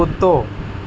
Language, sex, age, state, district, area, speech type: Sindhi, male, 30-45, Madhya Pradesh, Katni, urban, read